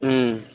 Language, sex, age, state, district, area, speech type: Odia, male, 45-60, Odisha, Nabarangpur, rural, conversation